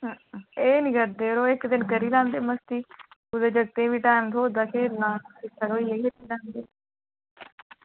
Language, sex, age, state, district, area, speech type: Dogri, female, 18-30, Jammu and Kashmir, Reasi, rural, conversation